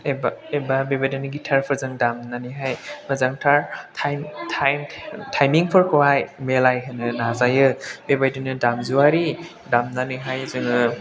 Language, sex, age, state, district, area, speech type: Bodo, male, 18-30, Assam, Chirang, rural, spontaneous